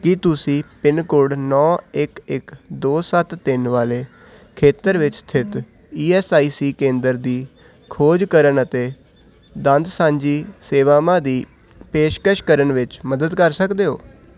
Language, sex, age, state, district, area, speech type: Punjabi, male, 18-30, Punjab, Hoshiarpur, urban, read